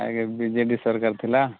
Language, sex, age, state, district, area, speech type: Odia, male, 30-45, Odisha, Nuapada, urban, conversation